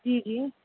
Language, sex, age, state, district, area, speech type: Urdu, female, 18-30, Delhi, Central Delhi, urban, conversation